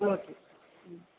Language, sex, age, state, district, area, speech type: Tamil, female, 30-45, Tamil Nadu, Pudukkottai, rural, conversation